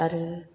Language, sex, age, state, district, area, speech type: Bodo, female, 45-60, Assam, Chirang, rural, spontaneous